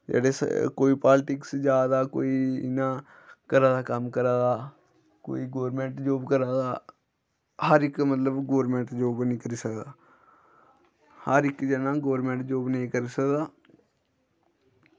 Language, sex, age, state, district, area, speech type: Dogri, male, 18-30, Jammu and Kashmir, Samba, rural, spontaneous